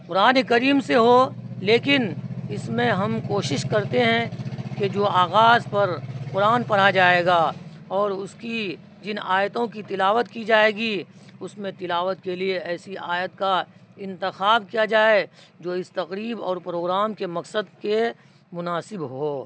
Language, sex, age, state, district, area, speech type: Urdu, male, 45-60, Bihar, Araria, rural, spontaneous